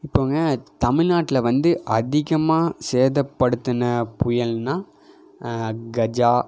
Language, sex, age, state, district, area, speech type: Tamil, male, 18-30, Tamil Nadu, Coimbatore, urban, spontaneous